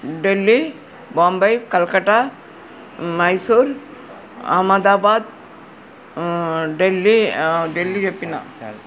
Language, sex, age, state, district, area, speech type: Telugu, female, 60+, Telangana, Hyderabad, urban, spontaneous